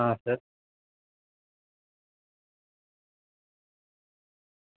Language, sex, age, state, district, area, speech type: Gujarati, male, 18-30, Gujarat, Surat, urban, conversation